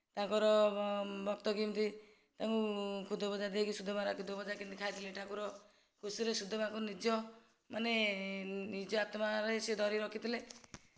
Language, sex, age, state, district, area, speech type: Odia, female, 45-60, Odisha, Nayagarh, rural, spontaneous